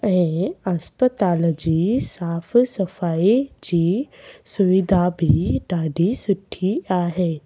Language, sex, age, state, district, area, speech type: Sindhi, female, 18-30, Gujarat, Junagadh, urban, spontaneous